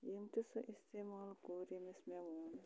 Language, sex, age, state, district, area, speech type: Kashmiri, female, 45-60, Jammu and Kashmir, Budgam, rural, spontaneous